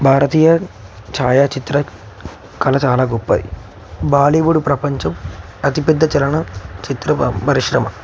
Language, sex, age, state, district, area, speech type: Telugu, male, 18-30, Telangana, Nagarkurnool, urban, spontaneous